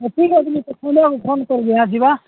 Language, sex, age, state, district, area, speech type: Odia, male, 45-60, Odisha, Nabarangpur, rural, conversation